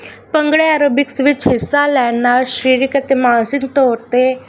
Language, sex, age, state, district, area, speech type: Punjabi, female, 18-30, Punjab, Faridkot, urban, spontaneous